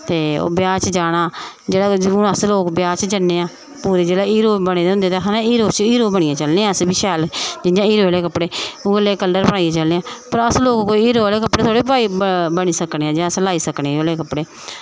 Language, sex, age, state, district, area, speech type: Dogri, female, 45-60, Jammu and Kashmir, Samba, rural, spontaneous